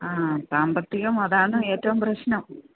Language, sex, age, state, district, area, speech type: Malayalam, female, 45-60, Kerala, Thiruvananthapuram, rural, conversation